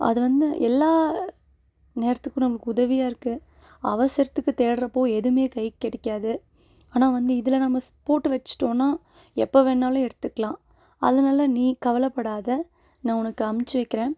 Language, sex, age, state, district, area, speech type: Tamil, female, 18-30, Tamil Nadu, Nilgiris, urban, spontaneous